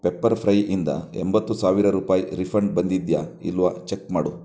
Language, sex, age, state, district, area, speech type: Kannada, male, 30-45, Karnataka, Shimoga, rural, read